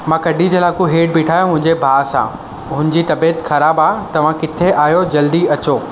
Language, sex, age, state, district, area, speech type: Sindhi, male, 18-30, Maharashtra, Mumbai Suburban, urban, spontaneous